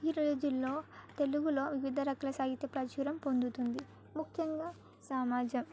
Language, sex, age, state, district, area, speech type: Telugu, female, 18-30, Telangana, Sangareddy, urban, spontaneous